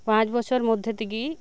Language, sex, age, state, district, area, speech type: Santali, female, 30-45, West Bengal, Birbhum, rural, spontaneous